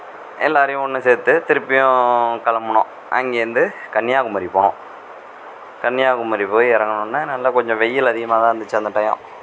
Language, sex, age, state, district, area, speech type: Tamil, male, 45-60, Tamil Nadu, Mayiladuthurai, rural, spontaneous